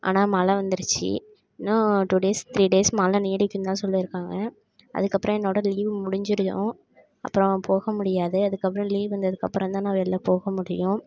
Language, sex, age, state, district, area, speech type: Tamil, female, 18-30, Tamil Nadu, Tiruvarur, rural, spontaneous